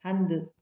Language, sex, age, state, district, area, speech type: Sindhi, female, 30-45, Maharashtra, Thane, urban, read